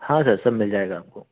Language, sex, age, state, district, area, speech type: Hindi, male, 30-45, Madhya Pradesh, Jabalpur, urban, conversation